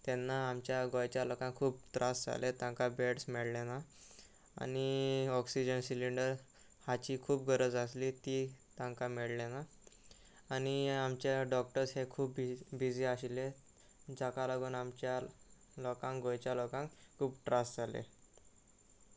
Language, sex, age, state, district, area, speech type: Goan Konkani, male, 18-30, Goa, Salcete, rural, spontaneous